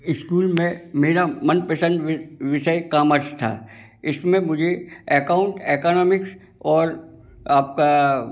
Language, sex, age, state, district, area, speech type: Hindi, male, 60+, Madhya Pradesh, Gwalior, rural, spontaneous